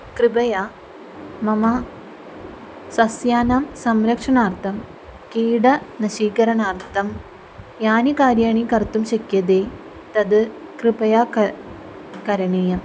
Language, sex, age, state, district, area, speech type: Sanskrit, female, 18-30, Kerala, Thrissur, rural, spontaneous